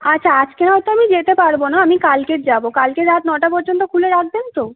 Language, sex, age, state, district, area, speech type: Bengali, female, 18-30, West Bengal, North 24 Parganas, urban, conversation